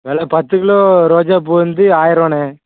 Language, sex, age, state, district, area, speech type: Tamil, male, 18-30, Tamil Nadu, Thoothukudi, rural, conversation